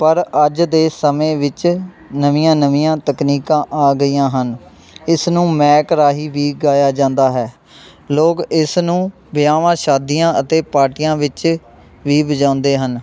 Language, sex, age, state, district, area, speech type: Punjabi, male, 18-30, Punjab, Shaheed Bhagat Singh Nagar, rural, spontaneous